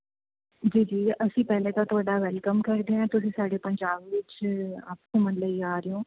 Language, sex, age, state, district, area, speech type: Punjabi, female, 30-45, Punjab, Mohali, urban, conversation